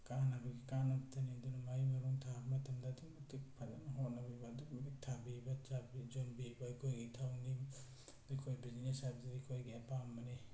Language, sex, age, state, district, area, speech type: Manipuri, male, 18-30, Manipur, Tengnoupal, rural, spontaneous